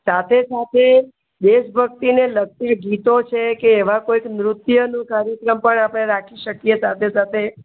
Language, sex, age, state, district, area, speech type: Gujarati, female, 45-60, Gujarat, Surat, urban, conversation